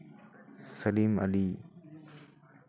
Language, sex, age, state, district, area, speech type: Santali, male, 30-45, West Bengal, Paschim Bardhaman, rural, spontaneous